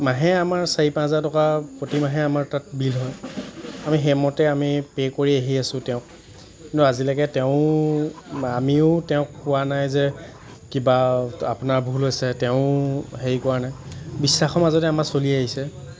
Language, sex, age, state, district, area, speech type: Assamese, male, 45-60, Assam, Lakhimpur, rural, spontaneous